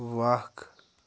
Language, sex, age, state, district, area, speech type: Kashmiri, male, 45-60, Jammu and Kashmir, Ganderbal, rural, read